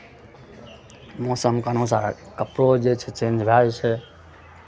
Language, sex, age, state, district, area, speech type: Maithili, male, 45-60, Bihar, Madhepura, rural, spontaneous